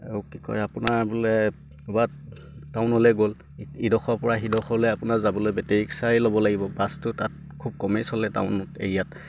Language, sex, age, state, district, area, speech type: Assamese, male, 18-30, Assam, Sivasagar, rural, spontaneous